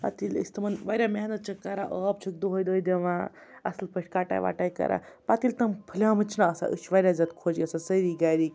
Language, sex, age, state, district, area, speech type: Kashmiri, female, 30-45, Jammu and Kashmir, Baramulla, rural, spontaneous